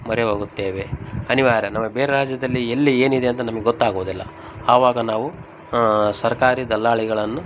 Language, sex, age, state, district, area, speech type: Kannada, male, 45-60, Karnataka, Koppal, rural, spontaneous